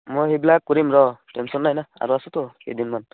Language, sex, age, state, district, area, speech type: Assamese, male, 18-30, Assam, Barpeta, rural, conversation